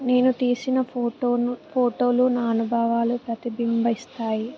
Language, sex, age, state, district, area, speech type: Telugu, female, 18-30, Telangana, Ranga Reddy, rural, spontaneous